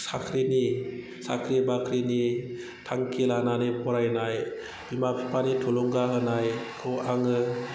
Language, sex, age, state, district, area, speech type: Bodo, male, 30-45, Assam, Udalguri, rural, spontaneous